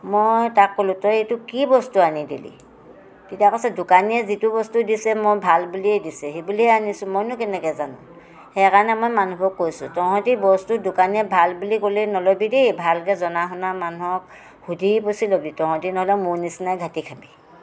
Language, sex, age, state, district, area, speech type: Assamese, female, 60+, Assam, Dhemaji, rural, spontaneous